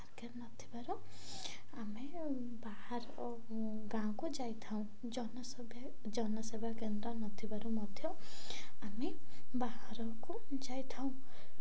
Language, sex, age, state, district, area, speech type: Odia, female, 18-30, Odisha, Ganjam, urban, spontaneous